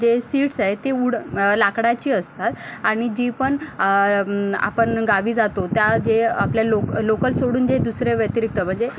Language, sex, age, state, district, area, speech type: Marathi, female, 18-30, Maharashtra, Solapur, urban, spontaneous